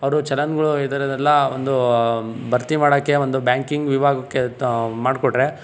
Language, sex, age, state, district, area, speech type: Kannada, male, 45-60, Karnataka, Bidar, rural, spontaneous